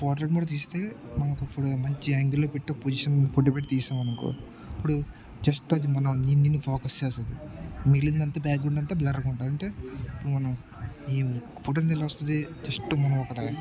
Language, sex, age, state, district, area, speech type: Telugu, male, 18-30, Andhra Pradesh, Anakapalli, rural, spontaneous